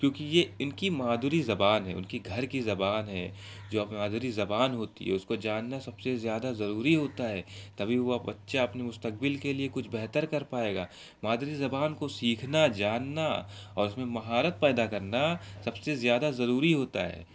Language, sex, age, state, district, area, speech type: Urdu, male, 18-30, Bihar, Araria, rural, spontaneous